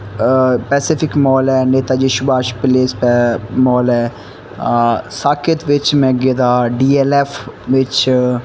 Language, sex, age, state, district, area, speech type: Dogri, male, 18-30, Jammu and Kashmir, Kathua, rural, spontaneous